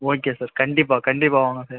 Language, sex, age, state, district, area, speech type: Tamil, male, 30-45, Tamil Nadu, Viluppuram, rural, conversation